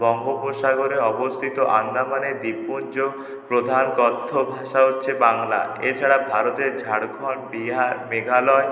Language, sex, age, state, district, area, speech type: Bengali, male, 18-30, West Bengal, Purulia, urban, spontaneous